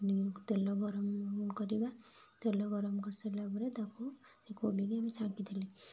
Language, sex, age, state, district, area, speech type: Odia, female, 45-60, Odisha, Kendujhar, urban, spontaneous